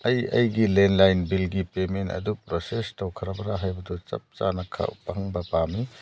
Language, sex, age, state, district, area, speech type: Manipuri, male, 60+, Manipur, Churachandpur, urban, read